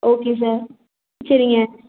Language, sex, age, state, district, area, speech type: Tamil, female, 18-30, Tamil Nadu, Nilgiris, rural, conversation